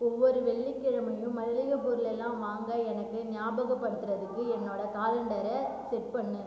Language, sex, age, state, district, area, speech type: Tamil, female, 18-30, Tamil Nadu, Cuddalore, rural, read